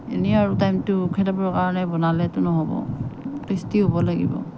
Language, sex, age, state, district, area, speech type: Assamese, female, 30-45, Assam, Morigaon, rural, spontaneous